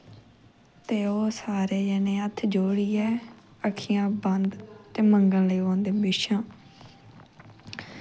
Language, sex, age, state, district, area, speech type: Dogri, female, 18-30, Jammu and Kashmir, Jammu, rural, spontaneous